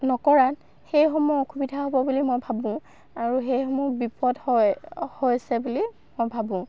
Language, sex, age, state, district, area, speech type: Assamese, female, 18-30, Assam, Golaghat, urban, spontaneous